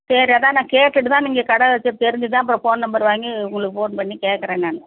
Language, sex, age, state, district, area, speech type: Tamil, female, 60+, Tamil Nadu, Perambalur, rural, conversation